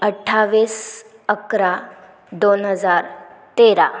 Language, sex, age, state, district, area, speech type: Marathi, female, 18-30, Maharashtra, Washim, rural, spontaneous